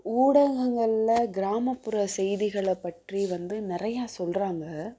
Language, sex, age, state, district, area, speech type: Tamil, female, 45-60, Tamil Nadu, Madurai, urban, spontaneous